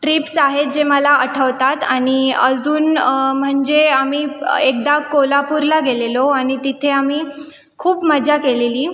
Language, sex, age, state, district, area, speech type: Marathi, female, 18-30, Maharashtra, Sindhudurg, rural, spontaneous